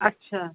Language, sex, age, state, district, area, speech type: Urdu, female, 45-60, Uttar Pradesh, Rampur, urban, conversation